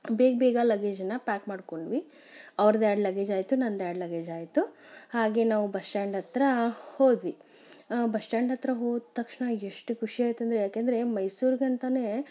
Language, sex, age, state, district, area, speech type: Kannada, female, 30-45, Karnataka, Chikkaballapur, rural, spontaneous